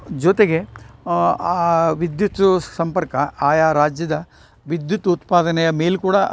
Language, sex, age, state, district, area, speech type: Kannada, male, 60+, Karnataka, Dharwad, rural, spontaneous